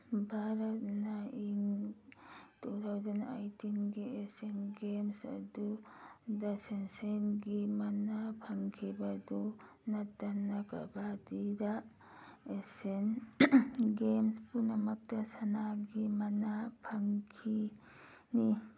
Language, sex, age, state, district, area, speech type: Manipuri, female, 45-60, Manipur, Churachandpur, urban, read